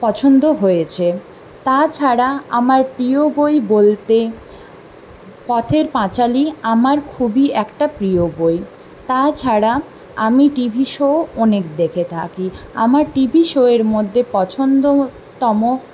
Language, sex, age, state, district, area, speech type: Bengali, female, 18-30, West Bengal, Purulia, urban, spontaneous